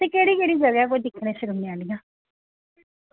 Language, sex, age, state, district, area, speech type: Dogri, female, 30-45, Jammu and Kashmir, Reasi, rural, conversation